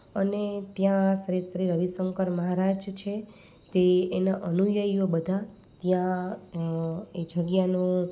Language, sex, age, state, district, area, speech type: Gujarati, female, 30-45, Gujarat, Rajkot, urban, spontaneous